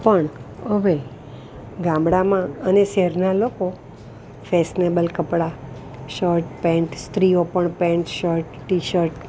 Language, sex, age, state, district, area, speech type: Gujarati, female, 60+, Gujarat, Valsad, urban, spontaneous